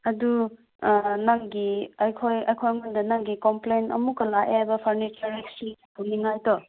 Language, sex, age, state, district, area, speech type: Manipuri, female, 18-30, Manipur, Kangpokpi, urban, conversation